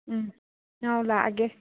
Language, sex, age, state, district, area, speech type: Manipuri, female, 30-45, Manipur, Imphal East, rural, conversation